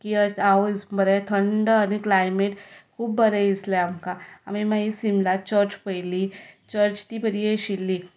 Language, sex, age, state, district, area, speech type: Goan Konkani, female, 30-45, Goa, Tiswadi, rural, spontaneous